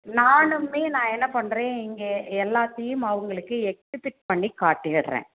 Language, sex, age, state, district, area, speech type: Tamil, female, 45-60, Tamil Nadu, Tiruppur, rural, conversation